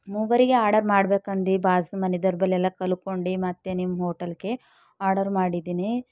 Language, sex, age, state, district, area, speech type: Kannada, female, 45-60, Karnataka, Bidar, rural, spontaneous